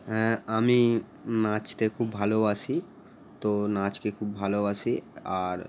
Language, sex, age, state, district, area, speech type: Bengali, male, 18-30, West Bengal, Howrah, urban, spontaneous